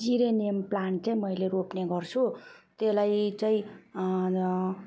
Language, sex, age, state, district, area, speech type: Nepali, female, 45-60, West Bengal, Jalpaiguri, urban, spontaneous